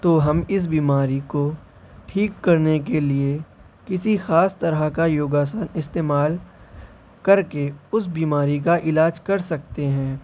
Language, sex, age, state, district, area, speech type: Urdu, male, 18-30, Uttar Pradesh, Shahjahanpur, rural, spontaneous